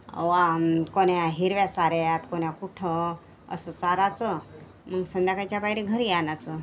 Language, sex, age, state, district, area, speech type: Marathi, female, 45-60, Maharashtra, Washim, rural, spontaneous